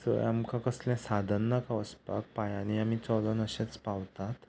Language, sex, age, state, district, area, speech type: Goan Konkani, male, 18-30, Goa, Ponda, rural, spontaneous